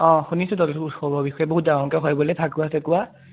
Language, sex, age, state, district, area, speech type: Assamese, male, 18-30, Assam, Majuli, urban, conversation